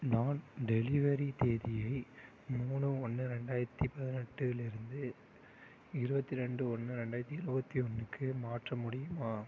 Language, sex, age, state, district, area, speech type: Tamil, male, 18-30, Tamil Nadu, Mayiladuthurai, urban, read